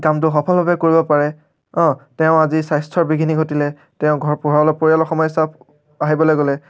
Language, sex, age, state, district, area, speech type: Assamese, male, 30-45, Assam, Biswanath, rural, spontaneous